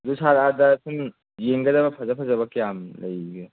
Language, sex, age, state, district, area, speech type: Manipuri, male, 18-30, Manipur, Churachandpur, rural, conversation